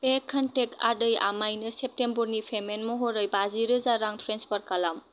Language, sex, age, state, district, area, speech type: Bodo, female, 18-30, Assam, Kokrajhar, rural, read